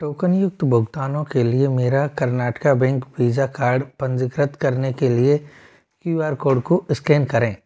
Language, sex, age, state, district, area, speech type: Hindi, male, 18-30, Madhya Pradesh, Ujjain, urban, read